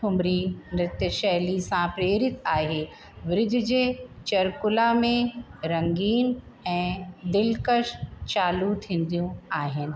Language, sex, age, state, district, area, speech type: Sindhi, female, 45-60, Uttar Pradesh, Lucknow, rural, spontaneous